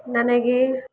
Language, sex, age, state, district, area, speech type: Kannada, female, 60+, Karnataka, Kolar, rural, spontaneous